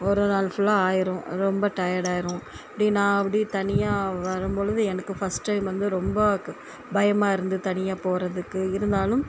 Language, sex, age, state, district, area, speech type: Tamil, female, 45-60, Tamil Nadu, Thoothukudi, urban, spontaneous